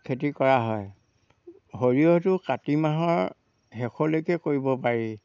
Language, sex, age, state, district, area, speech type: Assamese, male, 60+, Assam, Dhemaji, rural, spontaneous